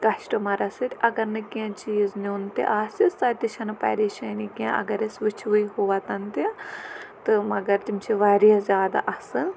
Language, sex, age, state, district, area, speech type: Kashmiri, female, 30-45, Jammu and Kashmir, Kulgam, rural, spontaneous